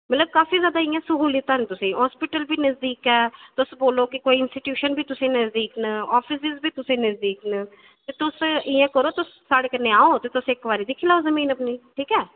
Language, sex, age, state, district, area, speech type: Dogri, female, 30-45, Jammu and Kashmir, Udhampur, urban, conversation